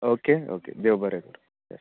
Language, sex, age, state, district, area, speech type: Goan Konkani, male, 18-30, Goa, Bardez, rural, conversation